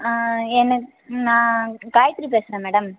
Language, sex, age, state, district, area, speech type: Tamil, female, 18-30, Tamil Nadu, Viluppuram, urban, conversation